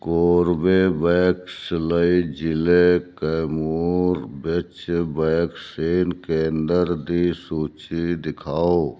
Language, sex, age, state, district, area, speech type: Punjabi, male, 60+, Punjab, Fazilka, rural, read